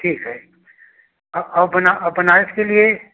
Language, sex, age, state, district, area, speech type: Hindi, male, 60+, Uttar Pradesh, Prayagraj, rural, conversation